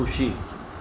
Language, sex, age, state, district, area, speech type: Gujarati, male, 45-60, Gujarat, Ahmedabad, urban, read